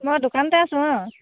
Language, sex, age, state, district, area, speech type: Assamese, female, 30-45, Assam, Sivasagar, rural, conversation